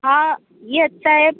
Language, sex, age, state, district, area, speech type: Hindi, female, 45-60, Madhya Pradesh, Bhopal, urban, conversation